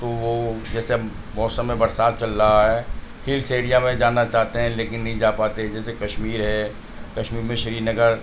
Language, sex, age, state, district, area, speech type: Urdu, male, 45-60, Delhi, North East Delhi, urban, spontaneous